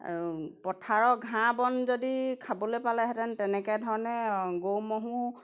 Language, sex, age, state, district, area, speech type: Assamese, female, 45-60, Assam, Golaghat, rural, spontaneous